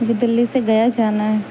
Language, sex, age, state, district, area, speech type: Urdu, female, 30-45, Bihar, Gaya, urban, spontaneous